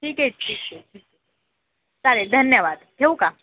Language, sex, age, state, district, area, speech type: Marathi, female, 18-30, Maharashtra, Jalna, urban, conversation